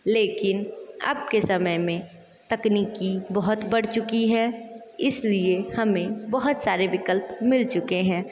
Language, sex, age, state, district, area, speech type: Hindi, female, 30-45, Uttar Pradesh, Sonbhadra, rural, spontaneous